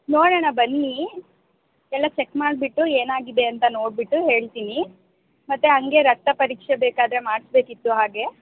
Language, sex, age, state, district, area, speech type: Kannada, female, 45-60, Karnataka, Tumkur, rural, conversation